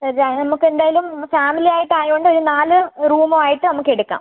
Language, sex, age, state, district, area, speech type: Malayalam, female, 18-30, Kerala, Thiruvananthapuram, rural, conversation